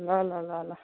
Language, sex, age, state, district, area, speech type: Nepali, female, 45-60, West Bengal, Alipurduar, rural, conversation